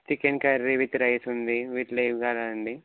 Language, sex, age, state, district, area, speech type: Telugu, male, 18-30, Telangana, Nalgonda, urban, conversation